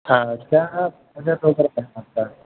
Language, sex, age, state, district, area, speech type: Urdu, male, 18-30, Bihar, Purnia, rural, conversation